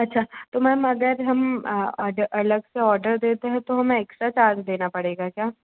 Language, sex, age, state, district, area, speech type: Hindi, female, 45-60, Madhya Pradesh, Bhopal, urban, conversation